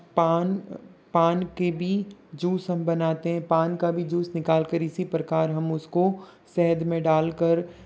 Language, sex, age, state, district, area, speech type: Hindi, male, 60+, Rajasthan, Jodhpur, rural, spontaneous